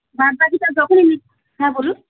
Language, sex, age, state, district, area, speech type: Bengali, female, 30-45, West Bengal, Howrah, urban, conversation